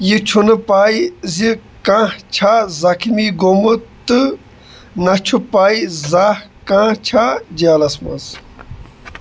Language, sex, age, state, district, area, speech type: Kashmiri, male, 18-30, Jammu and Kashmir, Shopian, rural, read